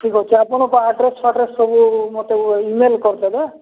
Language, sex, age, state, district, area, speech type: Odia, male, 45-60, Odisha, Nabarangpur, rural, conversation